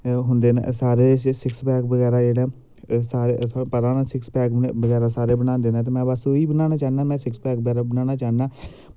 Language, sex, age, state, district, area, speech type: Dogri, male, 18-30, Jammu and Kashmir, Samba, urban, spontaneous